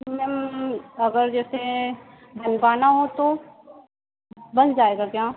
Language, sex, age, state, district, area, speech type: Hindi, female, 18-30, Madhya Pradesh, Harda, urban, conversation